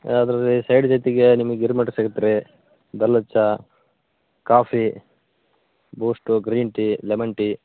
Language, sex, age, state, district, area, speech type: Kannada, male, 45-60, Karnataka, Raichur, rural, conversation